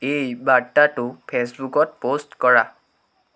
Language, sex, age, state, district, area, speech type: Assamese, male, 18-30, Assam, Dhemaji, rural, read